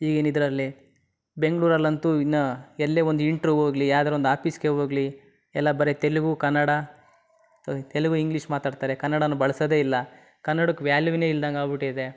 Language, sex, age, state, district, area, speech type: Kannada, male, 30-45, Karnataka, Chitradurga, rural, spontaneous